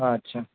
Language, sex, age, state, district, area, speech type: Marathi, male, 18-30, Maharashtra, Ratnagiri, rural, conversation